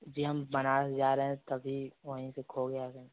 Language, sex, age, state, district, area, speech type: Hindi, male, 18-30, Uttar Pradesh, Chandauli, rural, conversation